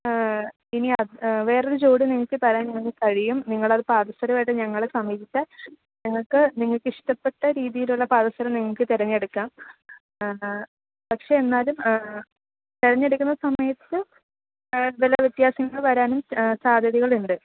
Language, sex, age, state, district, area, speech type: Malayalam, female, 30-45, Kerala, Idukki, rural, conversation